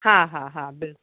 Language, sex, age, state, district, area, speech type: Sindhi, female, 30-45, Uttar Pradesh, Lucknow, urban, conversation